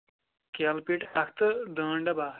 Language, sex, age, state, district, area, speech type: Kashmiri, male, 30-45, Jammu and Kashmir, Shopian, rural, conversation